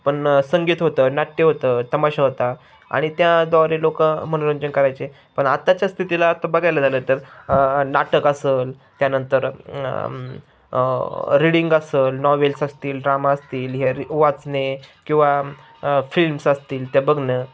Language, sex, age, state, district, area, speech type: Marathi, male, 18-30, Maharashtra, Ahmednagar, urban, spontaneous